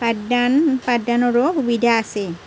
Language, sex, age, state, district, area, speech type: Assamese, female, 45-60, Assam, Nalbari, rural, spontaneous